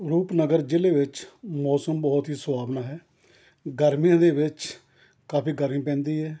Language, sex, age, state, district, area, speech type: Punjabi, male, 60+, Punjab, Rupnagar, rural, spontaneous